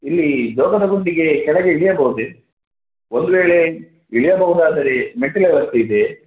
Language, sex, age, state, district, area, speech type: Kannada, male, 18-30, Karnataka, Shimoga, rural, conversation